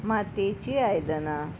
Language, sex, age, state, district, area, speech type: Goan Konkani, female, 30-45, Goa, Ponda, rural, spontaneous